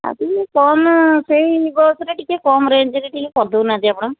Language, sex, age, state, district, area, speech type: Odia, female, 45-60, Odisha, Puri, urban, conversation